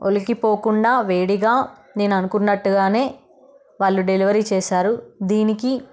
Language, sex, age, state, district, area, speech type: Telugu, female, 30-45, Telangana, Peddapalli, rural, spontaneous